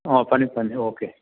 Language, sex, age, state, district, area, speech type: Manipuri, male, 60+, Manipur, Imphal West, urban, conversation